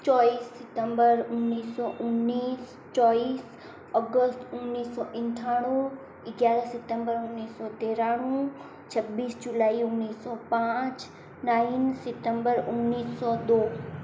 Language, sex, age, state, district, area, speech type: Hindi, female, 45-60, Rajasthan, Jodhpur, urban, spontaneous